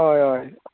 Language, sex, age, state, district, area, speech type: Goan Konkani, male, 18-30, Goa, Canacona, rural, conversation